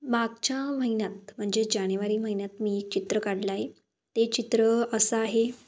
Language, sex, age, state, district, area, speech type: Marathi, female, 18-30, Maharashtra, Kolhapur, rural, spontaneous